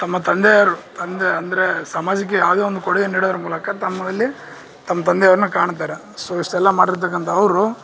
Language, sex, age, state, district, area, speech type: Kannada, male, 18-30, Karnataka, Bellary, rural, spontaneous